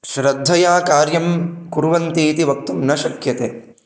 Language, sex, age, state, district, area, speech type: Sanskrit, male, 18-30, Karnataka, Chikkamagaluru, rural, spontaneous